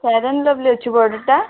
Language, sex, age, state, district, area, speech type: Odia, female, 18-30, Odisha, Malkangiri, urban, conversation